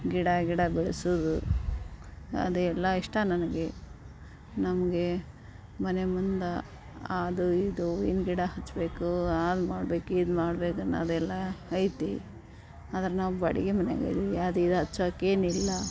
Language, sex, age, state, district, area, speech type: Kannada, female, 30-45, Karnataka, Dharwad, rural, spontaneous